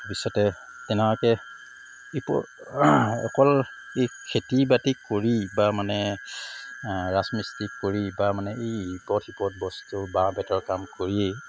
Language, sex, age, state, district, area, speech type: Assamese, male, 45-60, Assam, Tinsukia, rural, spontaneous